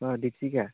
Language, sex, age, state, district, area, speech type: Assamese, male, 18-30, Assam, Lakhimpur, rural, conversation